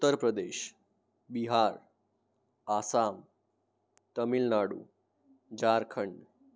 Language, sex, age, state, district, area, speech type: Gujarati, male, 18-30, Gujarat, Mehsana, rural, spontaneous